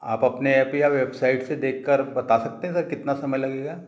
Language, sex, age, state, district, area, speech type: Hindi, male, 60+, Madhya Pradesh, Balaghat, rural, spontaneous